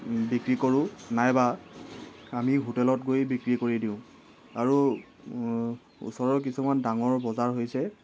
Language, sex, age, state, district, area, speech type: Assamese, male, 18-30, Assam, Tinsukia, urban, spontaneous